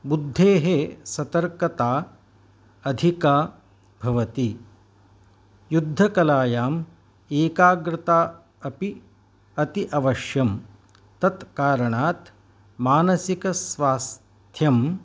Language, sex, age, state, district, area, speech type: Sanskrit, male, 60+, Karnataka, Udupi, urban, spontaneous